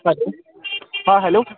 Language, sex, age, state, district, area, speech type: Bengali, male, 18-30, West Bengal, Murshidabad, urban, conversation